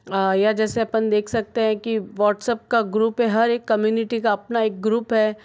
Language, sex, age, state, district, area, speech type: Hindi, female, 30-45, Rajasthan, Jodhpur, urban, spontaneous